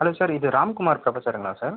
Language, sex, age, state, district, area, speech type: Tamil, male, 18-30, Tamil Nadu, Viluppuram, urban, conversation